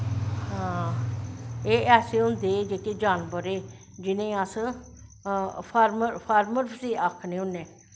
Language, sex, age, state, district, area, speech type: Dogri, male, 45-60, Jammu and Kashmir, Jammu, urban, spontaneous